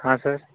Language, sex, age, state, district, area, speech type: Hindi, male, 30-45, Uttar Pradesh, Bhadohi, rural, conversation